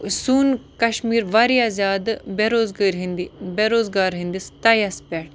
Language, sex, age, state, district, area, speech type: Kashmiri, other, 18-30, Jammu and Kashmir, Baramulla, rural, spontaneous